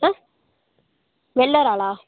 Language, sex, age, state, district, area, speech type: Tamil, male, 18-30, Tamil Nadu, Nagapattinam, rural, conversation